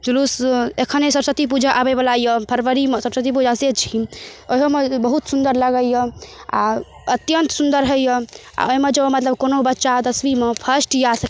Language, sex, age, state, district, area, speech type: Maithili, female, 18-30, Bihar, Darbhanga, rural, spontaneous